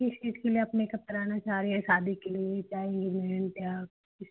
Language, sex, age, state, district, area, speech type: Hindi, female, 18-30, Uttar Pradesh, Chandauli, rural, conversation